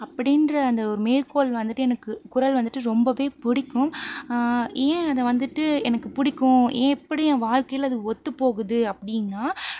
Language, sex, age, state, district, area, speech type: Tamil, female, 30-45, Tamil Nadu, Pudukkottai, rural, spontaneous